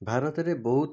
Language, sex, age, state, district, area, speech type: Odia, male, 45-60, Odisha, Bhadrak, rural, spontaneous